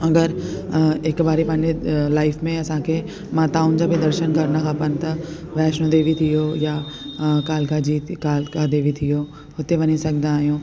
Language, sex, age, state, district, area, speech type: Sindhi, female, 30-45, Delhi, South Delhi, urban, spontaneous